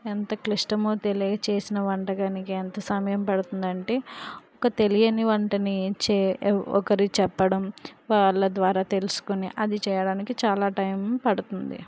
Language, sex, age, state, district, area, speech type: Telugu, female, 45-60, Andhra Pradesh, Konaseema, rural, spontaneous